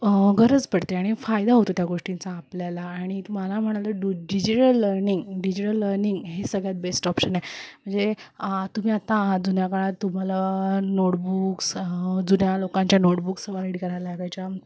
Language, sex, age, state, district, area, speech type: Marathi, female, 30-45, Maharashtra, Mumbai Suburban, urban, spontaneous